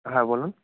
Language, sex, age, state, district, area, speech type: Bengali, male, 30-45, West Bengal, Jalpaiguri, rural, conversation